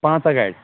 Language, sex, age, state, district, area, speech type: Kashmiri, female, 18-30, Jammu and Kashmir, Kulgam, rural, conversation